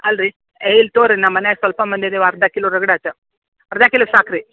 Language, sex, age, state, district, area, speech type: Kannada, female, 60+, Karnataka, Dharwad, rural, conversation